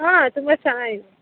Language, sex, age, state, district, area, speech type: Kannada, female, 30-45, Karnataka, Chitradurga, rural, conversation